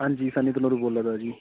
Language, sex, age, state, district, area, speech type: Dogri, male, 18-30, Jammu and Kashmir, Udhampur, rural, conversation